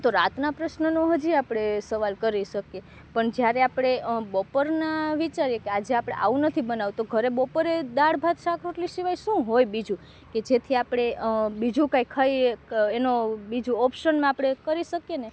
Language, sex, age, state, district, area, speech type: Gujarati, female, 30-45, Gujarat, Rajkot, rural, spontaneous